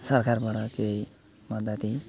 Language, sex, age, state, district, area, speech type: Nepali, male, 60+, West Bengal, Alipurduar, urban, spontaneous